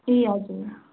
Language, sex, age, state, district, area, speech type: Nepali, female, 18-30, West Bengal, Darjeeling, rural, conversation